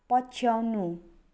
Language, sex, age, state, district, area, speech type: Nepali, female, 18-30, West Bengal, Darjeeling, rural, read